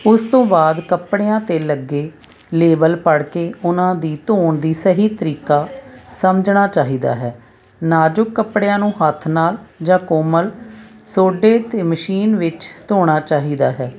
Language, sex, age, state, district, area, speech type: Punjabi, female, 45-60, Punjab, Hoshiarpur, urban, spontaneous